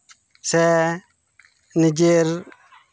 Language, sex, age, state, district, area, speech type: Santali, male, 30-45, West Bengal, Bankura, rural, spontaneous